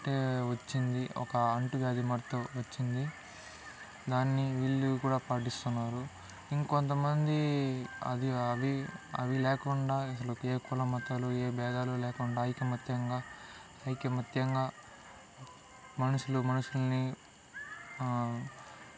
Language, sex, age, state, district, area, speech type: Telugu, male, 60+, Andhra Pradesh, Chittoor, rural, spontaneous